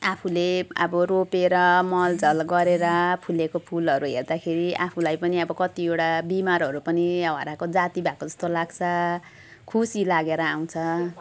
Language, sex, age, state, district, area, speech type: Nepali, female, 45-60, West Bengal, Jalpaiguri, urban, spontaneous